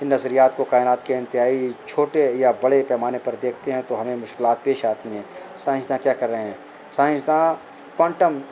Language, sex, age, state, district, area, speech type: Urdu, male, 45-60, Uttar Pradesh, Rampur, urban, spontaneous